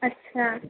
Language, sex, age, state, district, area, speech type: Hindi, female, 18-30, Madhya Pradesh, Jabalpur, urban, conversation